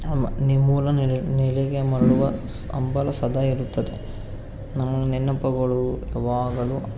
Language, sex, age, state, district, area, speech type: Kannada, male, 18-30, Karnataka, Davanagere, rural, spontaneous